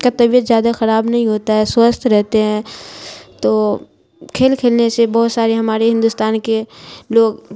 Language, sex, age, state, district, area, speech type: Urdu, female, 30-45, Bihar, Khagaria, rural, spontaneous